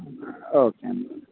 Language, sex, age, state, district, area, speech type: Telugu, male, 18-30, Telangana, Sangareddy, rural, conversation